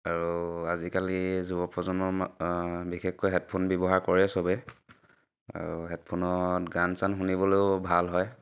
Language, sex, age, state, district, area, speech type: Assamese, male, 18-30, Assam, Dhemaji, rural, spontaneous